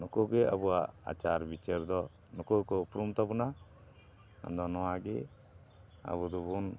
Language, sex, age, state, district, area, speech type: Santali, male, 45-60, West Bengal, Dakshin Dinajpur, rural, spontaneous